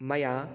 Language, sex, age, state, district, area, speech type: Sanskrit, male, 18-30, Rajasthan, Jaipur, urban, spontaneous